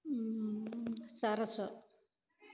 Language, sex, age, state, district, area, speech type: Tamil, female, 60+, Tamil Nadu, Namakkal, rural, spontaneous